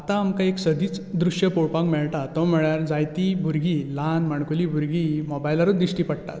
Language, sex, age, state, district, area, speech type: Goan Konkani, male, 18-30, Goa, Bardez, rural, spontaneous